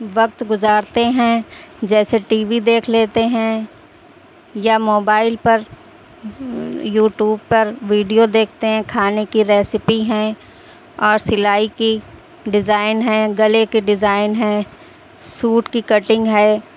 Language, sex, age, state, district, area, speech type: Urdu, female, 30-45, Uttar Pradesh, Shahjahanpur, urban, spontaneous